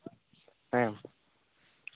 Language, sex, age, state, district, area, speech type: Santali, male, 18-30, West Bengal, Bankura, rural, conversation